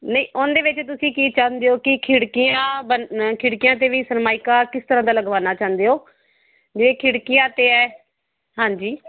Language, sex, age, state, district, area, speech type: Punjabi, female, 45-60, Punjab, Fazilka, rural, conversation